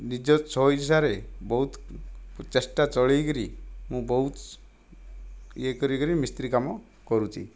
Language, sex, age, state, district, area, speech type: Odia, male, 60+, Odisha, Kandhamal, rural, spontaneous